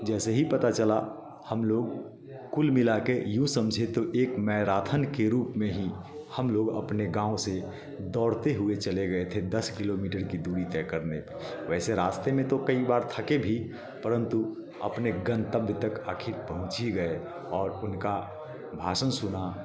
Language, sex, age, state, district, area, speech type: Hindi, male, 45-60, Bihar, Muzaffarpur, urban, spontaneous